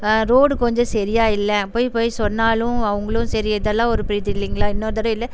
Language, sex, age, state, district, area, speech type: Tamil, female, 30-45, Tamil Nadu, Erode, rural, spontaneous